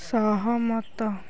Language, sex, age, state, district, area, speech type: Odia, female, 18-30, Odisha, Kendrapara, urban, read